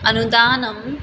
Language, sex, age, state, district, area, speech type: Sanskrit, female, 18-30, Assam, Biswanath, rural, spontaneous